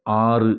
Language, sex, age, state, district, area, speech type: Tamil, male, 60+, Tamil Nadu, Krishnagiri, rural, read